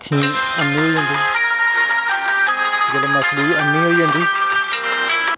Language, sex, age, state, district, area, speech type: Dogri, male, 30-45, Jammu and Kashmir, Jammu, rural, spontaneous